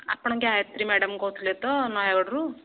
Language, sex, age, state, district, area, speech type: Odia, female, 18-30, Odisha, Nayagarh, rural, conversation